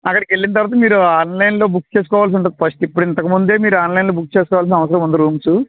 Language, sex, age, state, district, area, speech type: Telugu, male, 45-60, Andhra Pradesh, West Godavari, rural, conversation